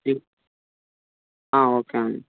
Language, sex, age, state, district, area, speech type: Telugu, male, 18-30, Andhra Pradesh, N T Rama Rao, urban, conversation